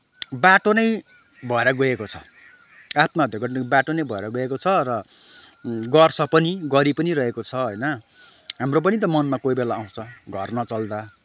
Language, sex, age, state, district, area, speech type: Nepali, male, 30-45, West Bengal, Kalimpong, rural, spontaneous